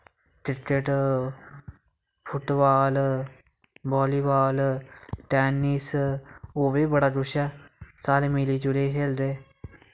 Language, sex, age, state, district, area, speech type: Dogri, male, 18-30, Jammu and Kashmir, Samba, rural, spontaneous